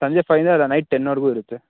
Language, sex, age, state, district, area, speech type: Kannada, male, 18-30, Karnataka, Chikkaballapur, urban, conversation